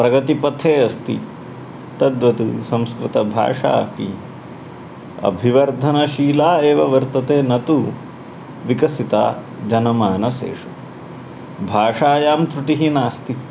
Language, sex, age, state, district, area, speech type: Sanskrit, male, 30-45, Karnataka, Uttara Kannada, urban, spontaneous